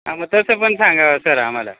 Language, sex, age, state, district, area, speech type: Marathi, male, 45-60, Maharashtra, Nashik, urban, conversation